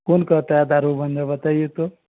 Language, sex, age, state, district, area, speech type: Hindi, male, 30-45, Bihar, Vaishali, urban, conversation